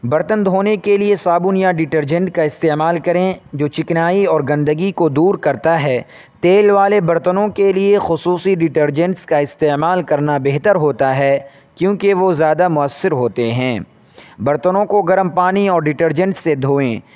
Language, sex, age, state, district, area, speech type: Urdu, male, 18-30, Uttar Pradesh, Saharanpur, urban, spontaneous